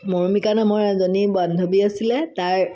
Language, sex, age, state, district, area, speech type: Assamese, female, 45-60, Assam, Sivasagar, rural, spontaneous